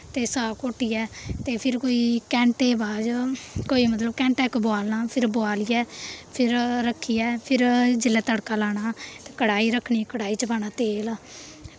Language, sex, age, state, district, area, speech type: Dogri, female, 18-30, Jammu and Kashmir, Samba, rural, spontaneous